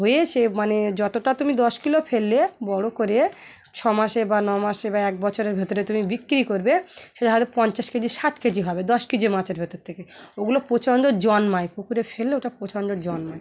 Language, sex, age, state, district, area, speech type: Bengali, female, 45-60, West Bengal, Dakshin Dinajpur, urban, spontaneous